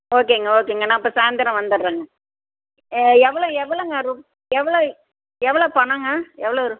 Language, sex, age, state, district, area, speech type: Tamil, female, 60+, Tamil Nadu, Perambalur, urban, conversation